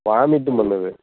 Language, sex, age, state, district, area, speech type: Tamil, male, 30-45, Tamil Nadu, Thanjavur, rural, conversation